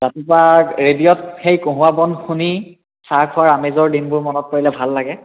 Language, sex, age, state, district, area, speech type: Assamese, male, 18-30, Assam, Biswanath, rural, conversation